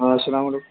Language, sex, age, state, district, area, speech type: Urdu, male, 18-30, Delhi, Central Delhi, urban, conversation